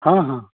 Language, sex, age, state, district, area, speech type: Maithili, male, 45-60, Bihar, Samastipur, rural, conversation